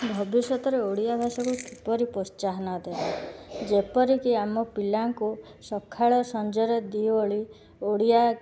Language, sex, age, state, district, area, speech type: Odia, female, 18-30, Odisha, Cuttack, urban, spontaneous